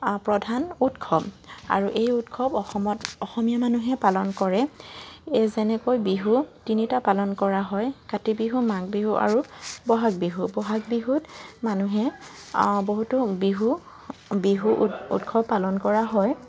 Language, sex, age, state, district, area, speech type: Assamese, female, 45-60, Assam, Charaideo, urban, spontaneous